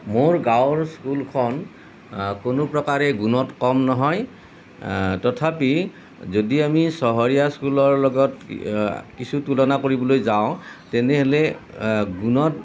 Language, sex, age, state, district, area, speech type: Assamese, male, 45-60, Assam, Nalbari, rural, spontaneous